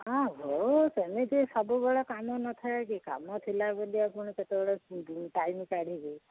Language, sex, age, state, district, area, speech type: Odia, female, 45-60, Odisha, Angul, rural, conversation